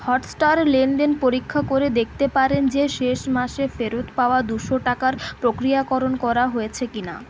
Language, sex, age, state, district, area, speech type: Bengali, female, 45-60, West Bengal, Purulia, urban, read